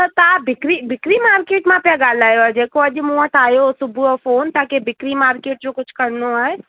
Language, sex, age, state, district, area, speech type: Sindhi, female, 30-45, Rajasthan, Ajmer, urban, conversation